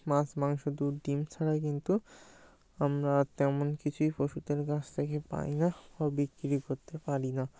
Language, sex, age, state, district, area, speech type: Bengali, male, 18-30, West Bengal, Birbhum, urban, spontaneous